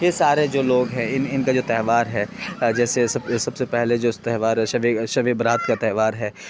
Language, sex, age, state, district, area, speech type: Urdu, male, 30-45, Bihar, Khagaria, rural, spontaneous